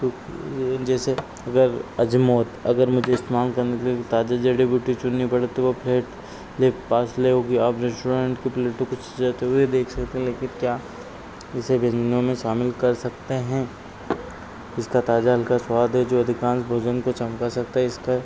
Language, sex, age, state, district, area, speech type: Hindi, male, 30-45, Madhya Pradesh, Harda, urban, spontaneous